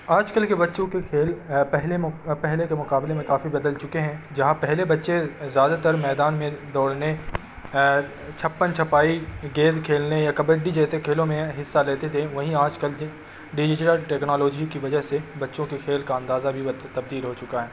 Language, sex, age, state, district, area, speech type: Urdu, male, 18-30, Uttar Pradesh, Azamgarh, urban, spontaneous